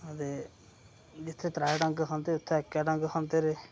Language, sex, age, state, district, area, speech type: Dogri, male, 30-45, Jammu and Kashmir, Reasi, rural, spontaneous